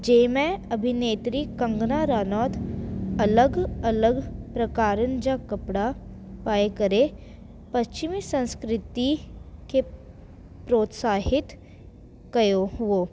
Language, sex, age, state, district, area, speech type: Sindhi, female, 18-30, Delhi, South Delhi, urban, spontaneous